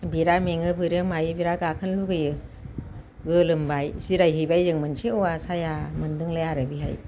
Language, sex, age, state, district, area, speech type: Bodo, female, 60+, Assam, Kokrajhar, urban, spontaneous